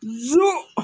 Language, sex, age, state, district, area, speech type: Kashmiri, male, 30-45, Jammu and Kashmir, Srinagar, urban, read